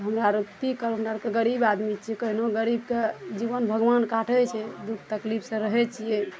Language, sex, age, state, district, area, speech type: Maithili, female, 45-60, Bihar, Araria, rural, spontaneous